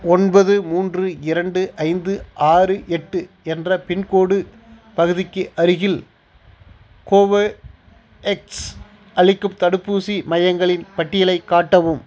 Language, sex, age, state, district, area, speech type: Tamil, male, 45-60, Tamil Nadu, Dharmapuri, rural, read